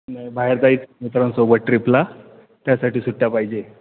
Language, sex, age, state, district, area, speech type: Marathi, male, 30-45, Maharashtra, Ahmednagar, urban, conversation